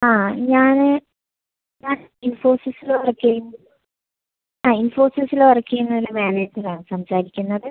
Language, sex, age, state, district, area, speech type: Malayalam, female, 18-30, Kerala, Kannur, urban, conversation